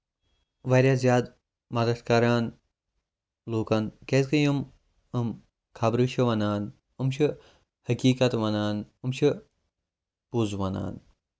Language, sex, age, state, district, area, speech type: Kashmiri, male, 18-30, Jammu and Kashmir, Kupwara, rural, spontaneous